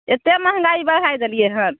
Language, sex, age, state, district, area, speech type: Maithili, female, 45-60, Bihar, Begusarai, urban, conversation